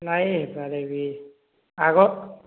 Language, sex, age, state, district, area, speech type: Odia, male, 18-30, Odisha, Boudh, rural, conversation